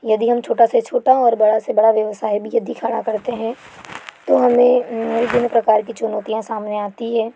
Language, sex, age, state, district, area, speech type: Hindi, other, 18-30, Madhya Pradesh, Balaghat, rural, spontaneous